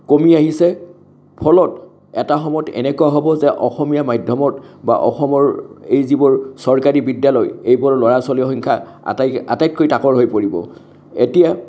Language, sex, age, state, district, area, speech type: Assamese, male, 60+, Assam, Kamrup Metropolitan, urban, spontaneous